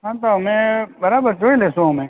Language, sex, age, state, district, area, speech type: Gujarati, male, 30-45, Gujarat, Valsad, rural, conversation